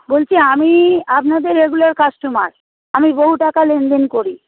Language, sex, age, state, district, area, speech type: Bengali, female, 45-60, West Bengal, Hooghly, rural, conversation